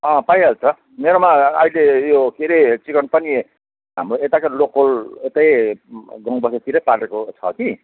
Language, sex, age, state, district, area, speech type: Nepali, male, 45-60, West Bengal, Kalimpong, rural, conversation